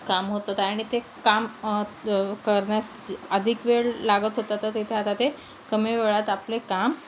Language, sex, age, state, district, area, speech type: Marathi, female, 30-45, Maharashtra, Thane, urban, spontaneous